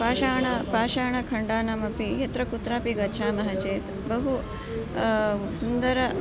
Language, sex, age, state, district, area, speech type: Sanskrit, female, 45-60, Karnataka, Dharwad, urban, spontaneous